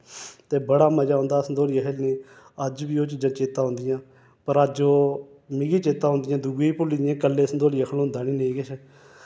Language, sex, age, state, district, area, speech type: Dogri, male, 30-45, Jammu and Kashmir, Reasi, urban, spontaneous